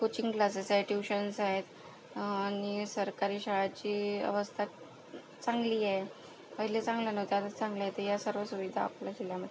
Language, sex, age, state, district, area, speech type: Marathi, female, 45-60, Maharashtra, Akola, rural, spontaneous